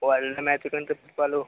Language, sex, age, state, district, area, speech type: Kannada, male, 18-30, Karnataka, Mandya, rural, conversation